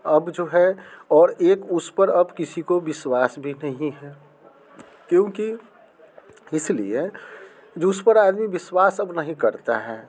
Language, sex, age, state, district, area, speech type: Hindi, male, 45-60, Bihar, Muzaffarpur, rural, spontaneous